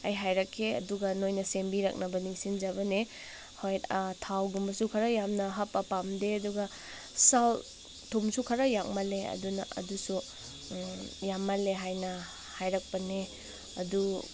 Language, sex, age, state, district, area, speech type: Manipuri, female, 18-30, Manipur, Senapati, rural, spontaneous